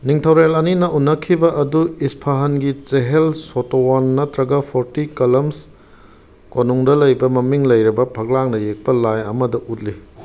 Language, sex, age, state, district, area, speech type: Manipuri, male, 30-45, Manipur, Kangpokpi, urban, read